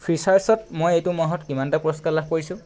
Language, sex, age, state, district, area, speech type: Assamese, male, 18-30, Assam, Tinsukia, urban, read